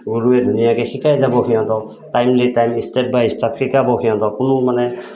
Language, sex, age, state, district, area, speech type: Assamese, male, 45-60, Assam, Goalpara, rural, spontaneous